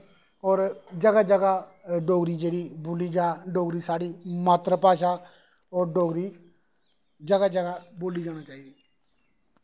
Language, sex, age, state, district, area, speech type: Dogri, male, 30-45, Jammu and Kashmir, Reasi, rural, spontaneous